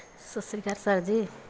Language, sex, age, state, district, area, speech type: Punjabi, female, 30-45, Punjab, Pathankot, rural, spontaneous